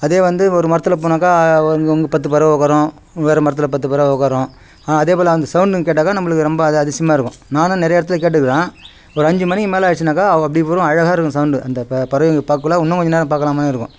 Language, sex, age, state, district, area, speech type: Tamil, male, 45-60, Tamil Nadu, Kallakurichi, rural, spontaneous